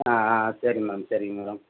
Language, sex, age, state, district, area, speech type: Tamil, male, 30-45, Tamil Nadu, Thanjavur, rural, conversation